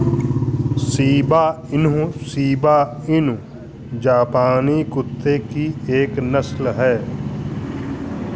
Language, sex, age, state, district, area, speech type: Hindi, male, 45-60, Uttar Pradesh, Hardoi, rural, read